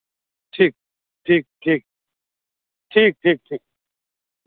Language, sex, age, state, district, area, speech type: Hindi, male, 45-60, Bihar, Madhepura, rural, conversation